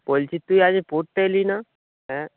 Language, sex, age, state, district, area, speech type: Bengali, male, 18-30, West Bengal, Dakshin Dinajpur, urban, conversation